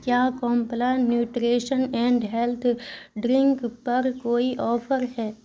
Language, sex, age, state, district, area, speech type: Urdu, female, 18-30, Bihar, Khagaria, urban, read